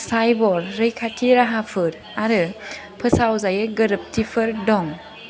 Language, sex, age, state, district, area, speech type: Bodo, female, 18-30, Assam, Kokrajhar, rural, read